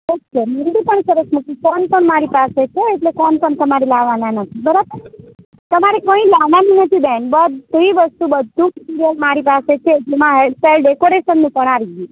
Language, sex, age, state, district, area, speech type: Gujarati, female, 18-30, Gujarat, Morbi, urban, conversation